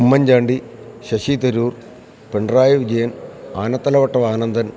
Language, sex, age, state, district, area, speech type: Malayalam, male, 60+, Kerala, Idukki, rural, spontaneous